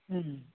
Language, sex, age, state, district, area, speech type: Bodo, female, 60+, Assam, Chirang, rural, conversation